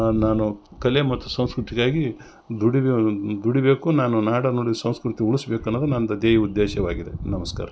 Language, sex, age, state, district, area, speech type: Kannada, male, 60+, Karnataka, Gulbarga, urban, spontaneous